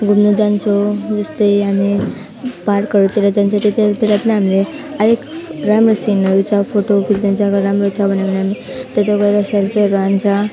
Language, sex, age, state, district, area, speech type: Nepali, female, 18-30, West Bengal, Alipurduar, rural, spontaneous